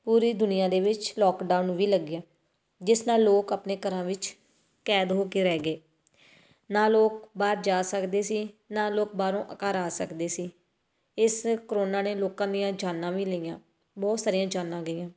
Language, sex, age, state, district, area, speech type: Punjabi, female, 30-45, Punjab, Tarn Taran, rural, spontaneous